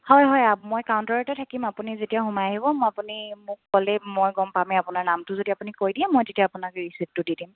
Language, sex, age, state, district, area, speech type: Assamese, female, 18-30, Assam, Dibrugarh, rural, conversation